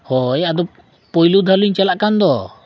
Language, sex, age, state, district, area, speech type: Santali, male, 45-60, Jharkhand, Bokaro, rural, spontaneous